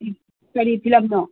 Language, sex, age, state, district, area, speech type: Manipuri, female, 60+, Manipur, Imphal East, rural, conversation